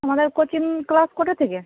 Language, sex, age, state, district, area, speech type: Bengali, female, 18-30, West Bengal, Malda, urban, conversation